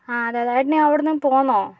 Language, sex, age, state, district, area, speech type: Malayalam, female, 60+, Kerala, Kozhikode, urban, spontaneous